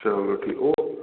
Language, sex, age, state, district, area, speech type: Dogri, male, 30-45, Jammu and Kashmir, Reasi, rural, conversation